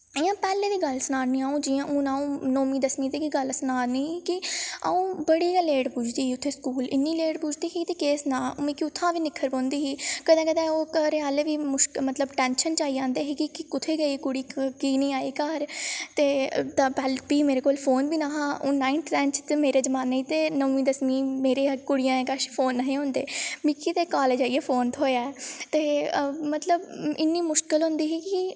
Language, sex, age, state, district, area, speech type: Dogri, female, 18-30, Jammu and Kashmir, Reasi, rural, spontaneous